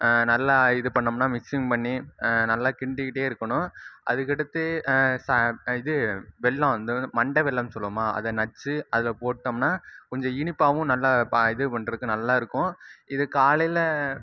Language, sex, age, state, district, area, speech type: Tamil, male, 18-30, Tamil Nadu, Sivaganga, rural, spontaneous